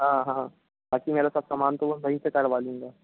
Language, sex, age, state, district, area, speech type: Hindi, male, 18-30, Madhya Pradesh, Harda, urban, conversation